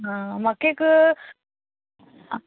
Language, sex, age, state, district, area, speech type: Goan Konkani, female, 18-30, Goa, Canacona, rural, conversation